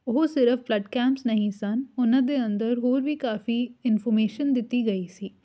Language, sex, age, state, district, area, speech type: Punjabi, female, 18-30, Punjab, Fatehgarh Sahib, urban, spontaneous